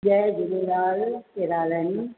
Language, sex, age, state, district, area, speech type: Sindhi, female, 60+, Rajasthan, Ajmer, urban, conversation